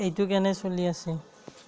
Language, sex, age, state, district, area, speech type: Assamese, male, 18-30, Assam, Darrang, rural, read